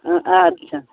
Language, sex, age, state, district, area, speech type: Maithili, female, 45-60, Bihar, Darbhanga, rural, conversation